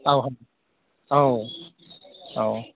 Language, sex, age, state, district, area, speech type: Bodo, male, 30-45, Assam, Udalguri, urban, conversation